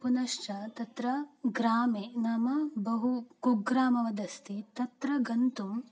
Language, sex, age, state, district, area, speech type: Sanskrit, female, 18-30, Karnataka, Uttara Kannada, rural, spontaneous